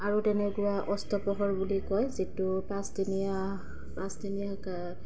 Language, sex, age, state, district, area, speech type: Assamese, female, 30-45, Assam, Goalpara, urban, spontaneous